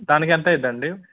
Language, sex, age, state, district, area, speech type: Telugu, male, 30-45, Andhra Pradesh, Guntur, urban, conversation